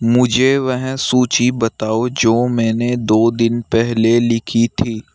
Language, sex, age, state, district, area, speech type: Hindi, male, 45-60, Rajasthan, Jaipur, urban, read